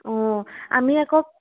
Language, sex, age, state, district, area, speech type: Assamese, female, 18-30, Assam, Jorhat, urban, conversation